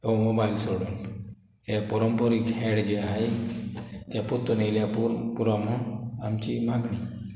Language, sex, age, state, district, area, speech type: Goan Konkani, male, 45-60, Goa, Murmgao, rural, spontaneous